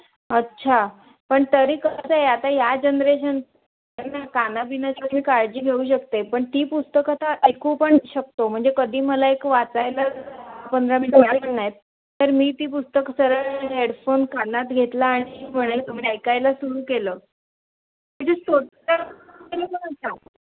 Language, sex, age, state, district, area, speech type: Marathi, female, 30-45, Maharashtra, Palghar, urban, conversation